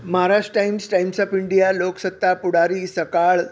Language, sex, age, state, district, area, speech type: Marathi, male, 60+, Maharashtra, Sangli, urban, spontaneous